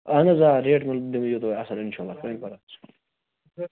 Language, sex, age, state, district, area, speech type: Kashmiri, male, 45-60, Jammu and Kashmir, Budgam, urban, conversation